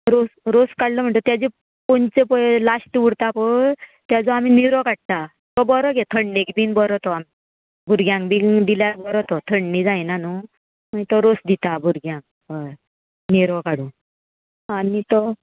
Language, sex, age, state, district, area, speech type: Goan Konkani, female, 45-60, Goa, Murmgao, rural, conversation